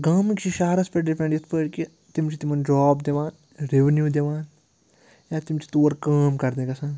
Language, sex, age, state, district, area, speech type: Kashmiri, male, 30-45, Jammu and Kashmir, Srinagar, urban, spontaneous